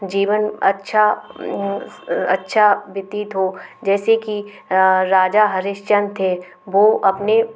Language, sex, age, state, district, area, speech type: Hindi, female, 30-45, Madhya Pradesh, Gwalior, urban, spontaneous